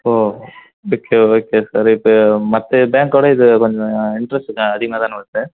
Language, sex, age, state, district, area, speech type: Tamil, male, 18-30, Tamil Nadu, Kallakurichi, rural, conversation